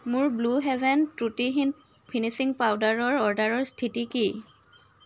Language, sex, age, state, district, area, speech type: Assamese, female, 45-60, Assam, Tinsukia, rural, read